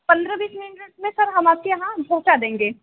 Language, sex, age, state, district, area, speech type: Hindi, female, 18-30, Uttar Pradesh, Mirzapur, urban, conversation